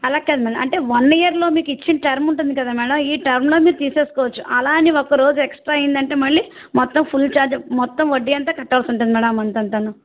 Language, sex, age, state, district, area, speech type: Telugu, female, 60+, Andhra Pradesh, West Godavari, rural, conversation